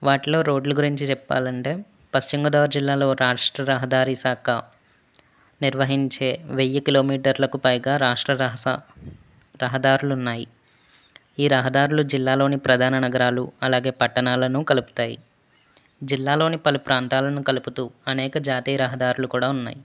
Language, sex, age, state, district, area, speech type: Telugu, male, 45-60, Andhra Pradesh, West Godavari, rural, spontaneous